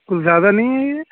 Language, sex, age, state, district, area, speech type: Urdu, male, 18-30, Uttar Pradesh, Saharanpur, urban, conversation